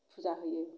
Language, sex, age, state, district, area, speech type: Bodo, female, 30-45, Assam, Kokrajhar, rural, spontaneous